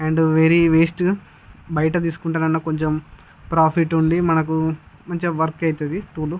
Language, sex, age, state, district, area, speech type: Telugu, male, 60+, Andhra Pradesh, Visakhapatnam, urban, spontaneous